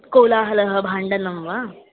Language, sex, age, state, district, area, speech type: Sanskrit, female, 18-30, Maharashtra, Chandrapur, rural, conversation